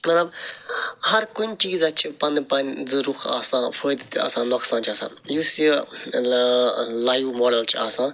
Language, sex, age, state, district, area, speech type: Kashmiri, male, 45-60, Jammu and Kashmir, Srinagar, urban, spontaneous